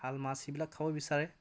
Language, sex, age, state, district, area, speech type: Assamese, male, 30-45, Assam, Dhemaji, rural, spontaneous